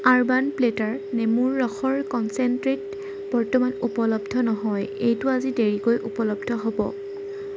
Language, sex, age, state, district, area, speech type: Assamese, female, 18-30, Assam, Jorhat, urban, read